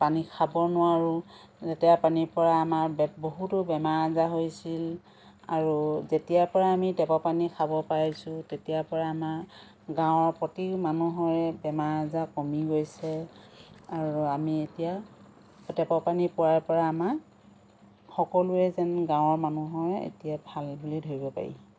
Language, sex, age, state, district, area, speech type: Assamese, female, 45-60, Assam, Lakhimpur, rural, spontaneous